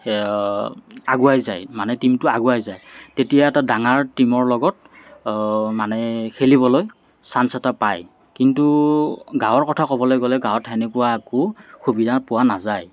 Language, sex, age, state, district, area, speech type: Assamese, male, 30-45, Assam, Morigaon, rural, spontaneous